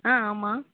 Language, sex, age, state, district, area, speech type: Tamil, female, 18-30, Tamil Nadu, Mayiladuthurai, urban, conversation